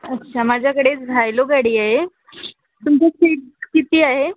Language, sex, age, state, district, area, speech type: Marathi, female, 18-30, Maharashtra, Wardha, rural, conversation